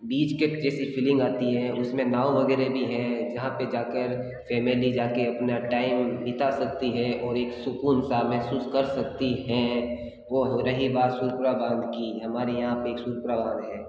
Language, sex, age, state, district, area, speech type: Hindi, male, 60+, Rajasthan, Jodhpur, urban, spontaneous